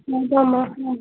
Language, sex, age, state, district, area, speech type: Kannada, female, 30-45, Karnataka, Chitradurga, rural, conversation